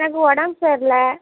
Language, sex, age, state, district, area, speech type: Tamil, female, 18-30, Tamil Nadu, Thoothukudi, urban, conversation